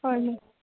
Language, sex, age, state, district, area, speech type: Manipuri, female, 18-30, Manipur, Senapati, rural, conversation